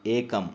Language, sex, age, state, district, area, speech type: Sanskrit, male, 45-60, Karnataka, Chamarajanagar, urban, read